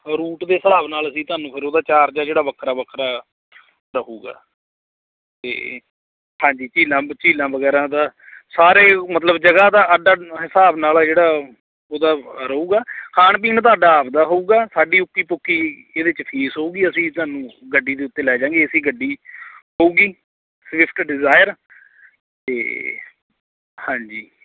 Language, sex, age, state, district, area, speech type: Punjabi, male, 30-45, Punjab, Bathinda, rural, conversation